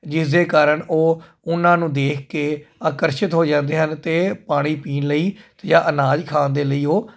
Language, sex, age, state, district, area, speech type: Punjabi, male, 30-45, Punjab, Jalandhar, urban, spontaneous